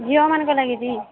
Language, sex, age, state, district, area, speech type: Odia, male, 18-30, Odisha, Sambalpur, rural, conversation